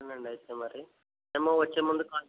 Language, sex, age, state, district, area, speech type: Telugu, male, 18-30, Andhra Pradesh, East Godavari, urban, conversation